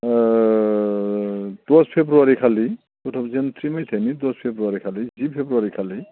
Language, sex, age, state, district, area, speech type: Bodo, male, 60+, Assam, Baksa, urban, conversation